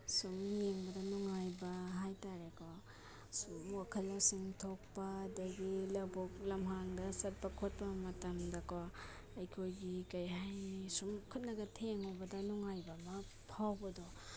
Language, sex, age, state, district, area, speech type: Manipuri, female, 30-45, Manipur, Imphal East, rural, spontaneous